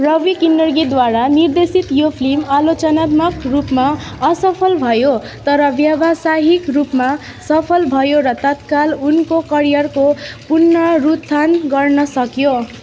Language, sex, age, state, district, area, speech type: Nepali, female, 18-30, West Bengal, Darjeeling, rural, read